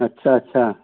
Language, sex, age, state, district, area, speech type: Hindi, male, 45-60, Uttar Pradesh, Chandauli, urban, conversation